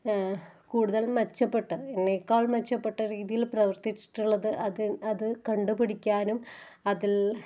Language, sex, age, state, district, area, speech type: Malayalam, female, 30-45, Kerala, Ernakulam, rural, spontaneous